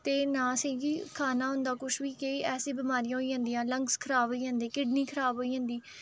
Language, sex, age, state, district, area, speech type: Dogri, female, 30-45, Jammu and Kashmir, Udhampur, urban, spontaneous